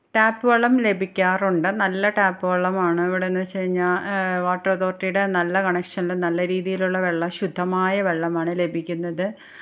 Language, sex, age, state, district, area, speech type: Malayalam, female, 30-45, Kerala, Ernakulam, rural, spontaneous